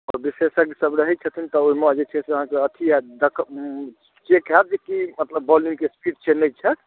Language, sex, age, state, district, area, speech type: Maithili, male, 30-45, Bihar, Darbhanga, rural, conversation